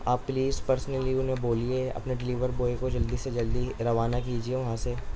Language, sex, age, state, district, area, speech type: Urdu, male, 18-30, Delhi, East Delhi, rural, spontaneous